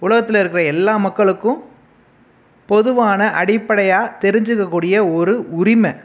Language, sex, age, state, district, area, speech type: Tamil, male, 18-30, Tamil Nadu, Pudukkottai, rural, spontaneous